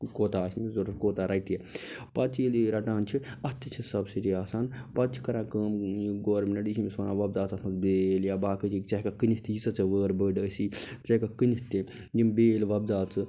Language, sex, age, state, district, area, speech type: Kashmiri, male, 45-60, Jammu and Kashmir, Baramulla, rural, spontaneous